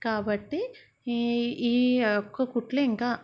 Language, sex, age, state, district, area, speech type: Telugu, female, 30-45, Andhra Pradesh, Vizianagaram, urban, spontaneous